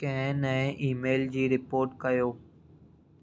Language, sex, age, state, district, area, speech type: Sindhi, male, 18-30, Maharashtra, Mumbai City, urban, read